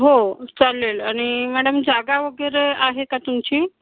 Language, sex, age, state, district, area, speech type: Marathi, female, 60+, Maharashtra, Nagpur, urban, conversation